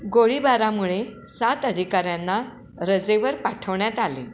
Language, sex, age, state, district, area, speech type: Marathi, female, 60+, Maharashtra, Kolhapur, urban, read